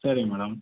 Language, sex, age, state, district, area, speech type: Tamil, male, 30-45, Tamil Nadu, Tiruvarur, rural, conversation